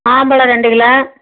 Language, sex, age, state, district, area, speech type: Tamil, female, 60+, Tamil Nadu, Erode, urban, conversation